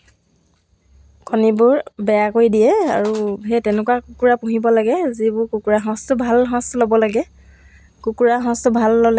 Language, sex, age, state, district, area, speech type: Assamese, female, 30-45, Assam, Sivasagar, rural, spontaneous